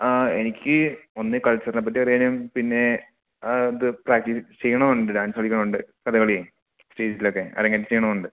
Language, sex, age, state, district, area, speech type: Malayalam, male, 30-45, Kerala, Idukki, rural, conversation